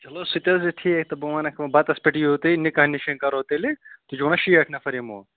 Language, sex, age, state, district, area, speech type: Kashmiri, male, 18-30, Jammu and Kashmir, Ganderbal, rural, conversation